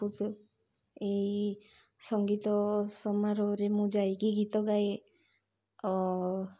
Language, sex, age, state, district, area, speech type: Odia, female, 30-45, Odisha, Ganjam, urban, spontaneous